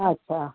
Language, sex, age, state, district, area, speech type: Marathi, female, 60+, Maharashtra, Thane, urban, conversation